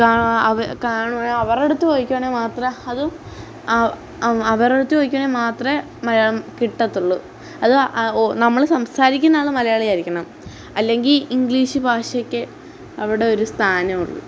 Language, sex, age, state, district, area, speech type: Malayalam, female, 18-30, Kerala, Alappuzha, rural, spontaneous